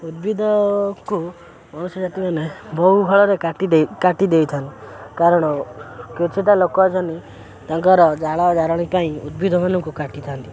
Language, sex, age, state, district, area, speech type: Odia, male, 18-30, Odisha, Kendrapara, urban, spontaneous